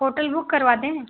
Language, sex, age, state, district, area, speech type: Hindi, female, 18-30, Uttar Pradesh, Ghazipur, urban, conversation